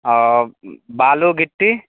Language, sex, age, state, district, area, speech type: Maithili, male, 18-30, Bihar, Araria, urban, conversation